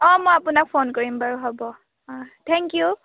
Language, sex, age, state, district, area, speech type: Assamese, female, 18-30, Assam, Sivasagar, urban, conversation